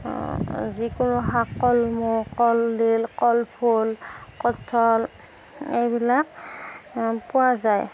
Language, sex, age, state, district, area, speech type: Assamese, female, 18-30, Assam, Darrang, rural, spontaneous